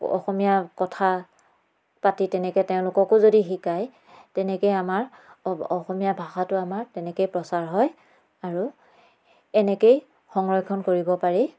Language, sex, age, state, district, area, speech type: Assamese, female, 30-45, Assam, Biswanath, rural, spontaneous